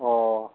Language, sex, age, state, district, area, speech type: Bodo, male, 45-60, Assam, Kokrajhar, urban, conversation